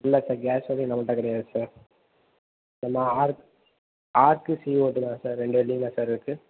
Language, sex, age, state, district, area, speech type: Tamil, male, 18-30, Tamil Nadu, Sivaganga, rural, conversation